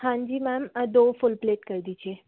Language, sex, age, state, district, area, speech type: Hindi, female, 30-45, Madhya Pradesh, Jabalpur, urban, conversation